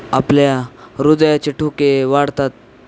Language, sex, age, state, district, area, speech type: Marathi, male, 18-30, Maharashtra, Osmanabad, rural, spontaneous